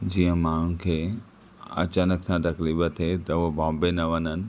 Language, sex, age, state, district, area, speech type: Sindhi, male, 30-45, Maharashtra, Thane, urban, spontaneous